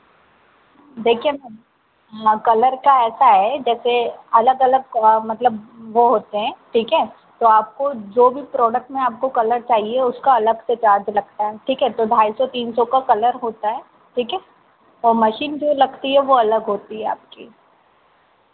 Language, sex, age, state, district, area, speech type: Hindi, female, 18-30, Madhya Pradesh, Harda, urban, conversation